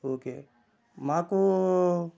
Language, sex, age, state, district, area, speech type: Telugu, male, 45-60, Telangana, Ranga Reddy, rural, spontaneous